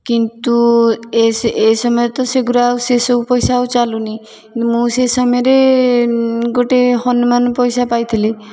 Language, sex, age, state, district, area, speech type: Odia, female, 30-45, Odisha, Puri, urban, spontaneous